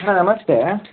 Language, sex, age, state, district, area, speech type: Kannada, male, 18-30, Karnataka, Shimoga, urban, conversation